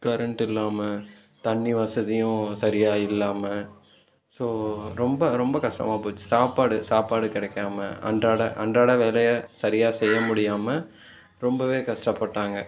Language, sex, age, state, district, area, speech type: Tamil, male, 45-60, Tamil Nadu, Cuddalore, rural, spontaneous